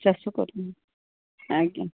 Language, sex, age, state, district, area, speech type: Odia, female, 45-60, Odisha, Balasore, rural, conversation